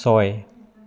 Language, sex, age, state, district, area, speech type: Assamese, male, 30-45, Assam, Dibrugarh, rural, read